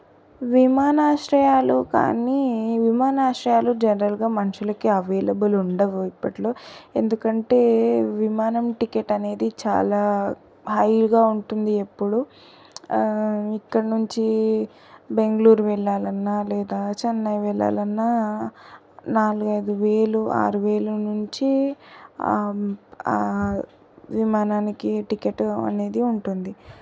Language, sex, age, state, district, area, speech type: Telugu, female, 18-30, Telangana, Sangareddy, urban, spontaneous